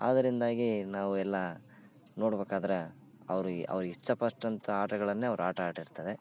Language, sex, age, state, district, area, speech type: Kannada, male, 18-30, Karnataka, Bellary, rural, spontaneous